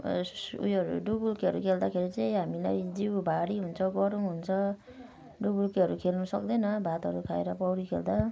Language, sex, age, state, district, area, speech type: Nepali, female, 45-60, West Bengal, Kalimpong, rural, spontaneous